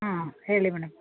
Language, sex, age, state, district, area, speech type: Kannada, female, 60+, Karnataka, Mandya, rural, conversation